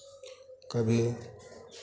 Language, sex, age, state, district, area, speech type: Hindi, male, 30-45, Bihar, Madhepura, rural, spontaneous